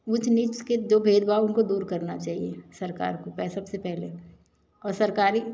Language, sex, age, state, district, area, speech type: Hindi, female, 45-60, Madhya Pradesh, Jabalpur, urban, spontaneous